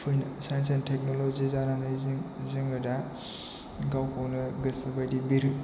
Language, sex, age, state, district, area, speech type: Bodo, male, 30-45, Assam, Chirang, rural, spontaneous